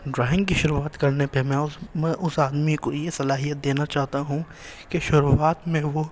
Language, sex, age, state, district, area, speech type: Urdu, male, 18-30, Delhi, East Delhi, urban, spontaneous